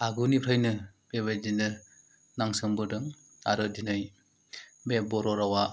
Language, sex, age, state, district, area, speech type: Bodo, male, 30-45, Assam, Chirang, rural, spontaneous